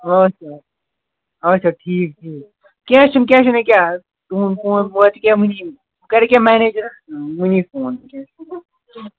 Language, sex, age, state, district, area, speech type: Kashmiri, male, 45-60, Jammu and Kashmir, Srinagar, urban, conversation